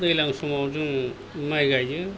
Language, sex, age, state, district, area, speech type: Bodo, male, 60+, Assam, Kokrajhar, rural, spontaneous